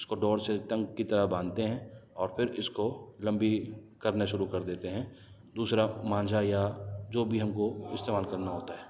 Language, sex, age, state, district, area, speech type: Urdu, male, 30-45, Delhi, Central Delhi, urban, spontaneous